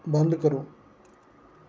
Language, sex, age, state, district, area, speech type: Dogri, male, 45-60, Jammu and Kashmir, Reasi, urban, read